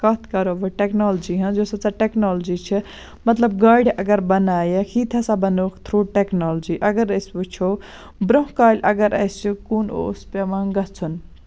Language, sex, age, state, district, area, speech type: Kashmiri, female, 18-30, Jammu and Kashmir, Baramulla, rural, spontaneous